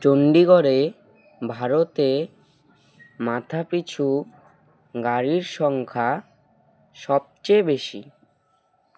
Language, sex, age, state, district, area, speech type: Bengali, male, 18-30, West Bengal, Alipurduar, rural, read